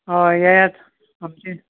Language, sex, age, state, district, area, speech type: Goan Konkani, male, 45-60, Goa, Ponda, rural, conversation